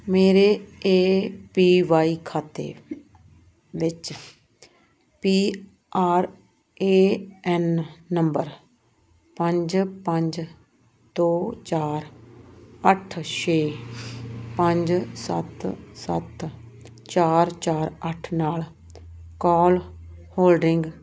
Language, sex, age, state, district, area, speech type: Punjabi, female, 30-45, Punjab, Muktsar, urban, read